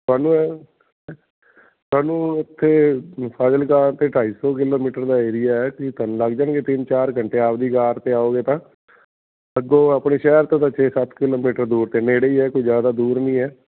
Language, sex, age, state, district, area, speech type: Punjabi, male, 45-60, Punjab, Fazilka, rural, conversation